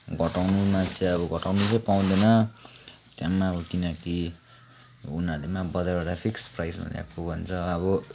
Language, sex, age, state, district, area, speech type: Nepali, male, 18-30, West Bengal, Kalimpong, rural, spontaneous